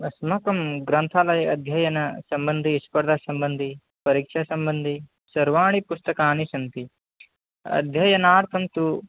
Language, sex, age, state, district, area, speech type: Sanskrit, male, 18-30, Manipur, Kangpokpi, rural, conversation